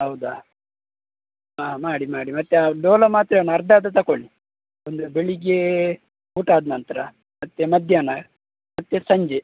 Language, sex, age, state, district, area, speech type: Kannada, male, 30-45, Karnataka, Udupi, rural, conversation